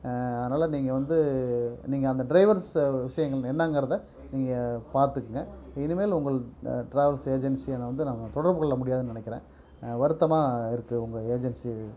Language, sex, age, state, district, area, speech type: Tamil, male, 45-60, Tamil Nadu, Perambalur, urban, spontaneous